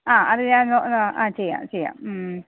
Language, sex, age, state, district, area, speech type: Malayalam, female, 30-45, Kerala, Kollam, rural, conversation